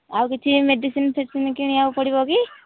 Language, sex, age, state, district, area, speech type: Odia, female, 18-30, Odisha, Nayagarh, rural, conversation